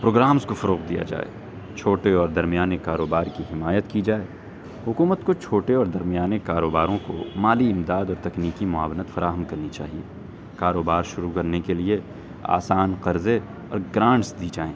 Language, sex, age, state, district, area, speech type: Urdu, male, 18-30, Delhi, North West Delhi, urban, spontaneous